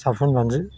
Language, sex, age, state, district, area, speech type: Bodo, male, 60+, Assam, Chirang, rural, spontaneous